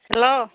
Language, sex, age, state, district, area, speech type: Assamese, female, 30-45, Assam, Nalbari, rural, conversation